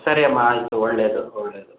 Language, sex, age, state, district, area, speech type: Kannada, male, 18-30, Karnataka, Chitradurga, urban, conversation